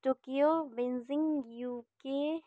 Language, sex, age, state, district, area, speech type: Nepali, female, 45-60, West Bengal, Kalimpong, rural, spontaneous